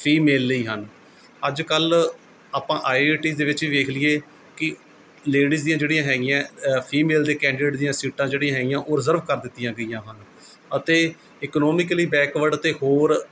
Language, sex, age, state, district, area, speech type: Punjabi, male, 45-60, Punjab, Mohali, urban, spontaneous